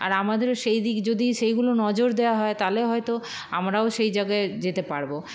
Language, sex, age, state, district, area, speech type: Bengali, female, 30-45, West Bengal, Paschim Bardhaman, rural, spontaneous